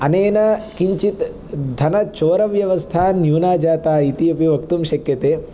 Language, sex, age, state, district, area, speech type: Sanskrit, male, 18-30, Andhra Pradesh, Palnadu, rural, spontaneous